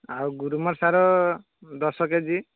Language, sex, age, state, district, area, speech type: Odia, male, 30-45, Odisha, Balasore, rural, conversation